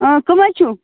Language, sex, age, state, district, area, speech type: Kashmiri, female, 30-45, Jammu and Kashmir, Bandipora, rural, conversation